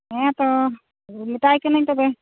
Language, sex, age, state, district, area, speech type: Santali, female, 18-30, West Bengal, Purulia, rural, conversation